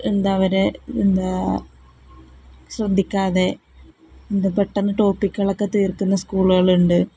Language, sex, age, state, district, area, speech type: Malayalam, female, 18-30, Kerala, Palakkad, rural, spontaneous